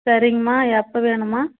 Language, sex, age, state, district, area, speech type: Tamil, female, 30-45, Tamil Nadu, Tirupattur, rural, conversation